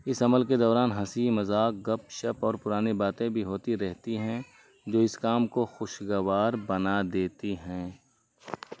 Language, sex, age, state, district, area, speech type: Urdu, male, 18-30, Uttar Pradesh, Azamgarh, rural, spontaneous